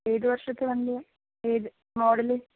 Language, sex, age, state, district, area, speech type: Malayalam, female, 45-60, Kerala, Kozhikode, urban, conversation